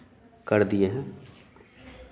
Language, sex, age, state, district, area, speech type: Hindi, male, 30-45, Bihar, Madhepura, rural, spontaneous